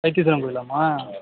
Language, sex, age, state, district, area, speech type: Tamil, male, 45-60, Tamil Nadu, Mayiladuthurai, rural, conversation